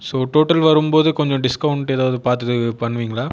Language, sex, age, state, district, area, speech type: Tamil, male, 18-30, Tamil Nadu, Viluppuram, urban, spontaneous